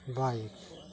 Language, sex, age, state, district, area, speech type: Santali, male, 60+, West Bengal, Dakshin Dinajpur, rural, spontaneous